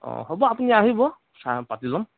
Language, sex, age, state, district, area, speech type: Assamese, male, 45-60, Assam, Dhemaji, rural, conversation